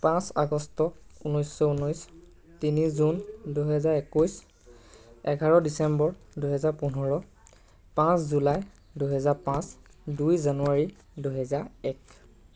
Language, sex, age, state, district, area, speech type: Assamese, male, 18-30, Assam, Lakhimpur, rural, spontaneous